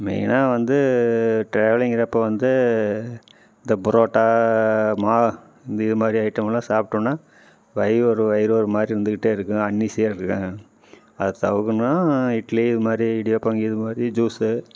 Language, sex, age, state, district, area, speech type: Tamil, male, 45-60, Tamil Nadu, Namakkal, rural, spontaneous